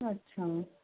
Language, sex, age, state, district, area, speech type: Hindi, female, 18-30, Rajasthan, Karauli, rural, conversation